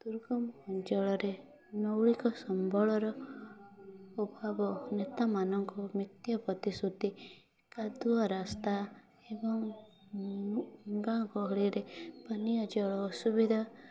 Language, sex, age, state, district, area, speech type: Odia, female, 18-30, Odisha, Mayurbhanj, rural, spontaneous